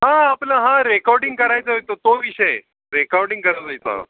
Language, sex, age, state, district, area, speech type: Marathi, male, 45-60, Maharashtra, Ratnagiri, urban, conversation